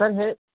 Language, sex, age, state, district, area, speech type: Marathi, male, 18-30, Maharashtra, Wardha, urban, conversation